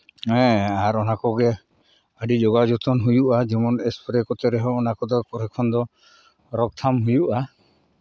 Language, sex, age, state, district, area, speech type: Santali, male, 45-60, Jharkhand, Seraikela Kharsawan, rural, spontaneous